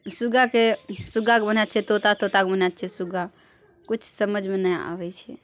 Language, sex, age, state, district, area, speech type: Maithili, female, 30-45, Bihar, Araria, rural, spontaneous